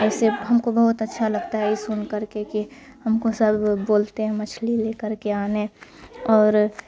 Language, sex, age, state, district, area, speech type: Urdu, female, 18-30, Bihar, Khagaria, rural, spontaneous